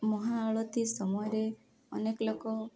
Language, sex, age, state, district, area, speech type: Odia, female, 18-30, Odisha, Nabarangpur, urban, spontaneous